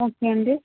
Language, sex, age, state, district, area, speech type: Telugu, female, 45-60, Andhra Pradesh, Vizianagaram, rural, conversation